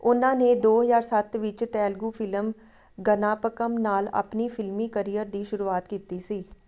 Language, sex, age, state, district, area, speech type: Punjabi, female, 30-45, Punjab, Amritsar, rural, read